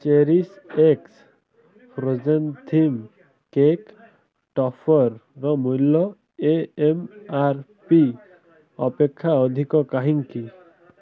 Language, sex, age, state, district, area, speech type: Odia, male, 18-30, Odisha, Malkangiri, urban, read